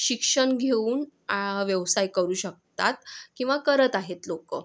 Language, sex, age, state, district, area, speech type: Marathi, female, 18-30, Maharashtra, Yavatmal, urban, spontaneous